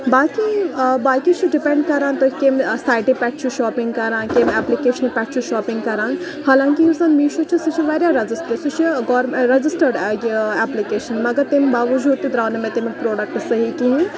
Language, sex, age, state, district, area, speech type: Kashmiri, female, 18-30, Jammu and Kashmir, Bandipora, rural, spontaneous